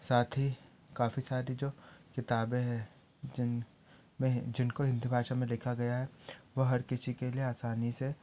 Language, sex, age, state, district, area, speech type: Hindi, male, 30-45, Madhya Pradesh, Betul, rural, spontaneous